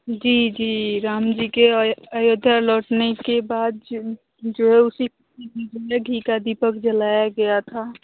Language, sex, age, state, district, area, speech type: Hindi, female, 18-30, Bihar, Muzaffarpur, rural, conversation